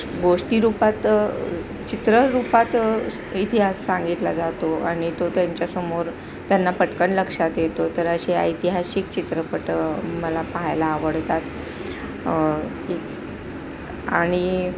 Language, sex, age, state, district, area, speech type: Marathi, female, 45-60, Maharashtra, Palghar, urban, spontaneous